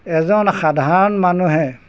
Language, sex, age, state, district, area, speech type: Assamese, male, 60+, Assam, Golaghat, urban, spontaneous